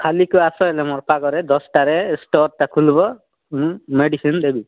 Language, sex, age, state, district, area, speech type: Odia, male, 30-45, Odisha, Nabarangpur, urban, conversation